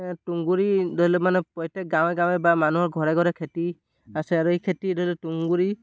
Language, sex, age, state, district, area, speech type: Assamese, male, 18-30, Assam, Dibrugarh, urban, spontaneous